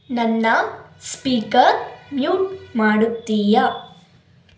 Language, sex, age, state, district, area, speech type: Kannada, female, 18-30, Karnataka, Davanagere, rural, read